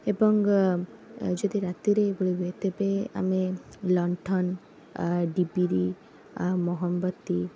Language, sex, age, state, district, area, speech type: Odia, female, 18-30, Odisha, Cuttack, urban, spontaneous